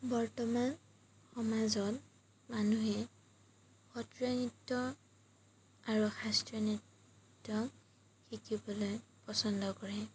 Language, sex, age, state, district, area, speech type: Assamese, female, 30-45, Assam, Majuli, urban, spontaneous